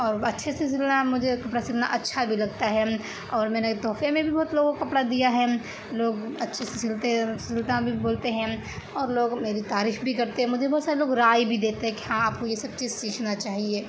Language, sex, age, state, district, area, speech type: Urdu, female, 30-45, Bihar, Darbhanga, rural, spontaneous